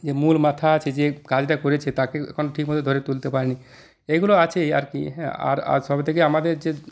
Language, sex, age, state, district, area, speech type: Bengali, male, 45-60, West Bengal, Purulia, rural, spontaneous